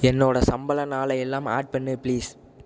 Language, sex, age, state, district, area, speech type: Tamil, male, 18-30, Tamil Nadu, Nagapattinam, rural, read